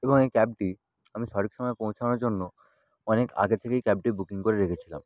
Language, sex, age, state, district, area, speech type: Bengali, male, 18-30, West Bengal, South 24 Parganas, rural, spontaneous